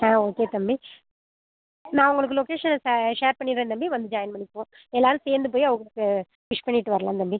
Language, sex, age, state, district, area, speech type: Tamil, female, 30-45, Tamil Nadu, Pudukkottai, rural, conversation